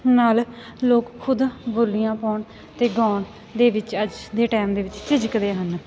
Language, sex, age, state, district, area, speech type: Punjabi, female, 18-30, Punjab, Sangrur, rural, spontaneous